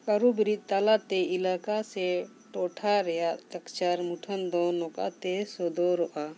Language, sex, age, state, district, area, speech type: Santali, female, 45-60, Jharkhand, Bokaro, rural, spontaneous